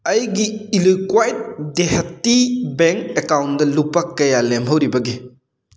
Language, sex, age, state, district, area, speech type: Manipuri, male, 30-45, Manipur, Thoubal, rural, read